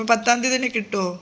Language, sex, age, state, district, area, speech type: Malayalam, female, 30-45, Kerala, Thiruvananthapuram, rural, spontaneous